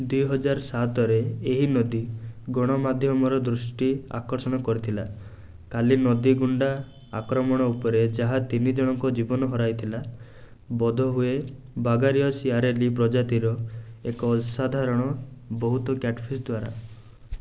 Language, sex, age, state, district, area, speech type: Odia, male, 18-30, Odisha, Rayagada, urban, read